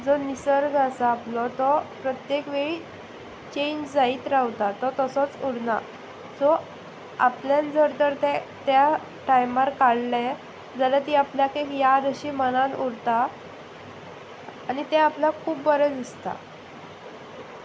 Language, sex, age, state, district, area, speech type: Goan Konkani, female, 18-30, Goa, Sanguem, rural, spontaneous